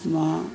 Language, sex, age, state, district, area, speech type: Sindhi, male, 45-60, Gujarat, Surat, urban, spontaneous